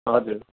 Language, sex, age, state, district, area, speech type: Nepali, male, 45-60, West Bengal, Kalimpong, rural, conversation